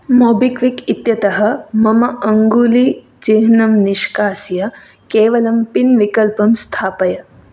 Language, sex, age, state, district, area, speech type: Sanskrit, female, 18-30, Karnataka, Udupi, urban, read